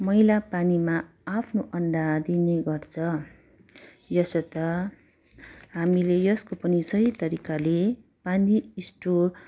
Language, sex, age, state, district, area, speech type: Nepali, female, 45-60, West Bengal, Darjeeling, rural, spontaneous